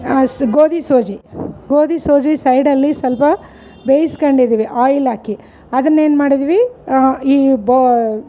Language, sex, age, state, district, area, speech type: Kannada, female, 45-60, Karnataka, Bellary, rural, spontaneous